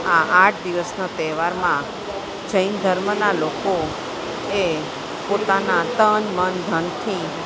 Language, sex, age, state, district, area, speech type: Gujarati, female, 45-60, Gujarat, Junagadh, urban, spontaneous